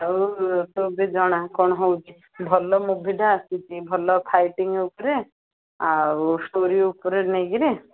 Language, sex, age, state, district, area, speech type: Odia, female, 30-45, Odisha, Ganjam, urban, conversation